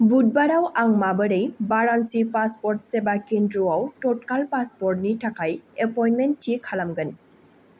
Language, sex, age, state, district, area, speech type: Bodo, female, 18-30, Assam, Baksa, rural, read